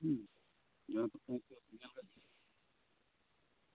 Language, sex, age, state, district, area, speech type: Santali, male, 30-45, West Bengal, Birbhum, rural, conversation